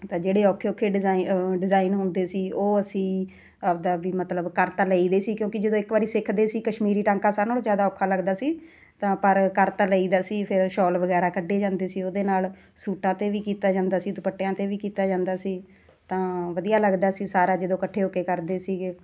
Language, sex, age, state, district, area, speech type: Punjabi, female, 30-45, Punjab, Muktsar, urban, spontaneous